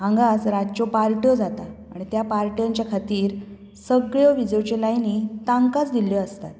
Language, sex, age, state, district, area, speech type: Goan Konkani, female, 30-45, Goa, Bardez, rural, spontaneous